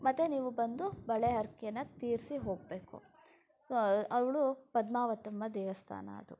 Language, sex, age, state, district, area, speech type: Kannada, female, 30-45, Karnataka, Shimoga, rural, spontaneous